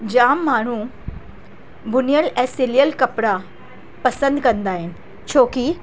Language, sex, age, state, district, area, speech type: Sindhi, female, 45-60, Maharashtra, Mumbai Suburban, urban, spontaneous